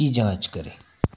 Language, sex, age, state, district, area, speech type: Hindi, male, 18-30, Rajasthan, Nagaur, rural, read